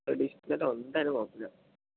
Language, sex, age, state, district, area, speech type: Malayalam, male, 18-30, Kerala, Palakkad, rural, conversation